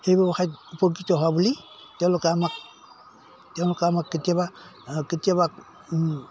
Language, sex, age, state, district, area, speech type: Assamese, male, 60+, Assam, Udalguri, rural, spontaneous